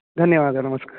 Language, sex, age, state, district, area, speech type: Sanskrit, male, 18-30, Karnataka, Udupi, urban, conversation